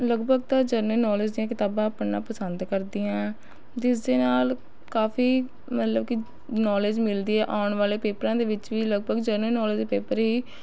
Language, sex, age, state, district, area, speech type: Punjabi, female, 18-30, Punjab, Rupnagar, urban, spontaneous